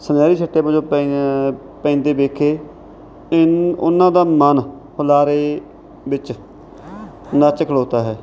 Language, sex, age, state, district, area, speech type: Punjabi, male, 45-60, Punjab, Mansa, rural, spontaneous